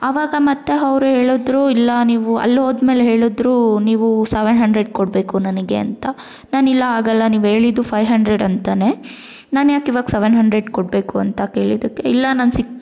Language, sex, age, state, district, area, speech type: Kannada, female, 18-30, Karnataka, Bangalore Rural, rural, spontaneous